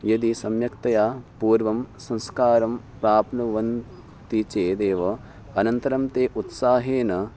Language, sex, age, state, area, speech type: Sanskrit, male, 18-30, Uttarakhand, urban, spontaneous